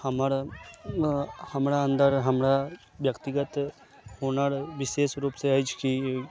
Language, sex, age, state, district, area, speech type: Maithili, male, 30-45, Bihar, Sitamarhi, rural, spontaneous